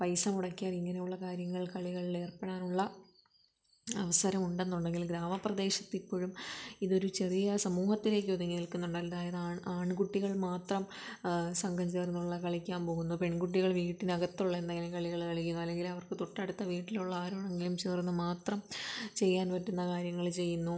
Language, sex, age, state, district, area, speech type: Malayalam, female, 30-45, Kerala, Kollam, rural, spontaneous